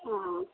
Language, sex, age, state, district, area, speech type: Hindi, female, 45-60, Uttar Pradesh, Mirzapur, rural, conversation